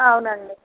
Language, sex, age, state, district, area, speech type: Telugu, female, 30-45, Andhra Pradesh, N T Rama Rao, rural, conversation